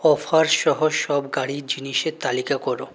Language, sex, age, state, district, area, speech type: Bengali, male, 30-45, West Bengal, Purulia, urban, read